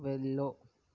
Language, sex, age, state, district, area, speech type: Telugu, male, 18-30, Andhra Pradesh, Vizianagaram, rural, read